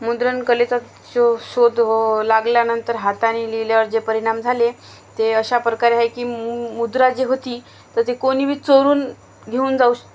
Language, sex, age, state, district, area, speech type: Marathi, female, 30-45, Maharashtra, Washim, urban, spontaneous